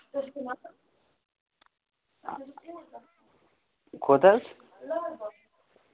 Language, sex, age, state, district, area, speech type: Kashmiri, male, 18-30, Jammu and Kashmir, Budgam, rural, conversation